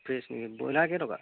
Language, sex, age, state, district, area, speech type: Assamese, male, 18-30, Assam, Golaghat, rural, conversation